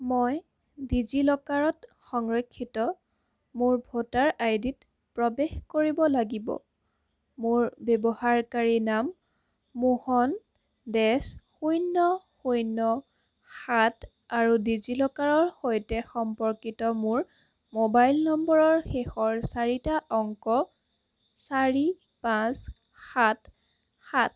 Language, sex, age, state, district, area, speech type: Assamese, female, 18-30, Assam, Jorhat, urban, read